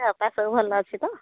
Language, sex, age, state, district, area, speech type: Odia, female, 45-60, Odisha, Angul, rural, conversation